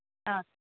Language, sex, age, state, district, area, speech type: Malayalam, female, 30-45, Kerala, Idukki, rural, conversation